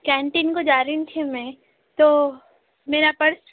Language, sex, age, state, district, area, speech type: Urdu, female, 18-30, Telangana, Hyderabad, rural, conversation